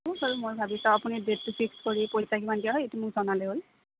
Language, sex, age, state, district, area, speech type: Assamese, female, 18-30, Assam, Udalguri, rural, conversation